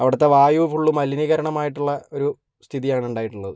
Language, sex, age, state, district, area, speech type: Malayalam, male, 18-30, Kerala, Kozhikode, urban, spontaneous